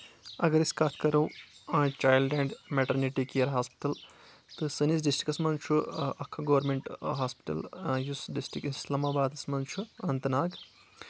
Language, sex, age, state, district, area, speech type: Kashmiri, male, 18-30, Jammu and Kashmir, Anantnag, rural, spontaneous